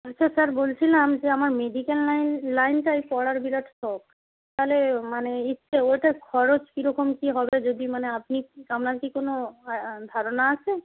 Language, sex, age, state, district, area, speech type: Bengali, female, 30-45, West Bengal, North 24 Parganas, rural, conversation